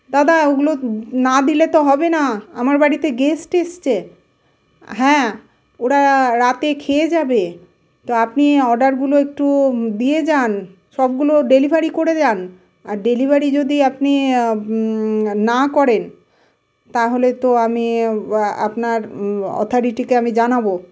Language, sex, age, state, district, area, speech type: Bengali, female, 45-60, West Bengal, Malda, rural, spontaneous